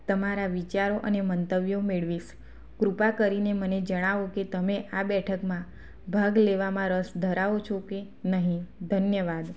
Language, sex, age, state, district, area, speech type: Gujarati, female, 30-45, Gujarat, Anand, rural, spontaneous